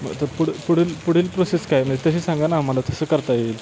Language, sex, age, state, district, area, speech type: Marathi, male, 18-30, Maharashtra, Satara, rural, spontaneous